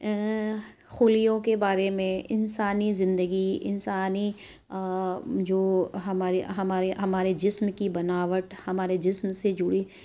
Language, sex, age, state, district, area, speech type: Urdu, female, 18-30, Uttar Pradesh, Lucknow, rural, spontaneous